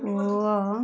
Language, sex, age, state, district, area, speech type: Odia, female, 45-60, Odisha, Ganjam, urban, spontaneous